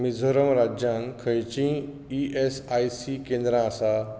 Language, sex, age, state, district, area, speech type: Goan Konkani, male, 45-60, Goa, Bardez, rural, read